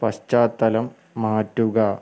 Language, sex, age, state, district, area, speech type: Malayalam, male, 45-60, Kerala, Wayanad, rural, read